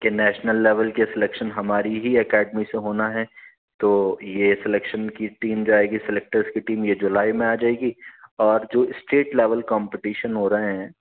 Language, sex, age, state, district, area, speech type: Urdu, male, 45-60, Delhi, South Delhi, urban, conversation